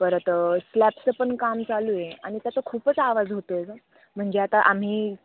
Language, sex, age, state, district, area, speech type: Marathi, female, 18-30, Maharashtra, Nashik, rural, conversation